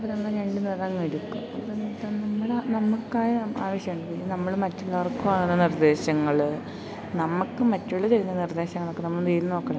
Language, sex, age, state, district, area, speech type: Malayalam, female, 18-30, Kerala, Idukki, rural, spontaneous